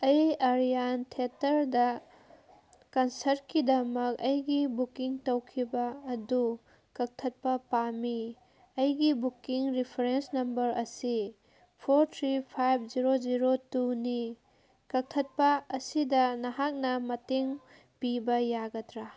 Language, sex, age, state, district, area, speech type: Manipuri, female, 30-45, Manipur, Kangpokpi, urban, read